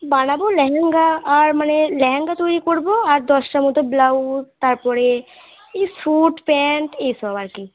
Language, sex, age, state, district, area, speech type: Bengali, female, 45-60, West Bengal, Purba Bardhaman, rural, conversation